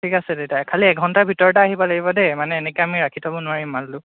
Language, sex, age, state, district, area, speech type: Assamese, male, 18-30, Assam, Golaghat, rural, conversation